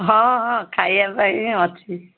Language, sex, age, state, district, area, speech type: Odia, female, 45-60, Odisha, Sundergarh, urban, conversation